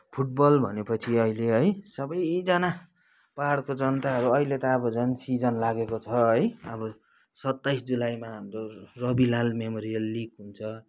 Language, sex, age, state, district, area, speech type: Nepali, male, 30-45, West Bengal, Kalimpong, rural, spontaneous